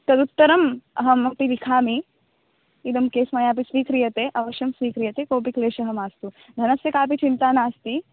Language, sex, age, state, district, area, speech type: Sanskrit, female, 18-30, Maharashtra, Thane, urban, conversation